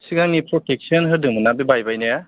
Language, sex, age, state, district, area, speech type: Bodo, male, 30-45, Assam, Chirang, rural, conversation